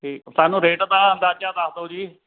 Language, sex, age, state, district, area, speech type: Punjabi, male, 45-60, Punjab, Fatehgarh Sahib, rural, conversation